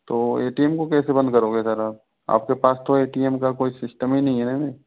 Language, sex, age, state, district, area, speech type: Hindi, male, 45-60, Rajasthan, Karauli, rural, conversation